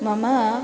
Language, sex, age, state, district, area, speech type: Sanskrit, female, 18-30, Kerala, Thrissur, urban, spontaneous